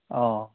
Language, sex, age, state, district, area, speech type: Assamese, male, 45-60, Assam, Majuli, urban, conversation